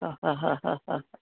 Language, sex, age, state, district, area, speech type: Kannada, female, 60+, Karnataka, Udupi, rural, conversation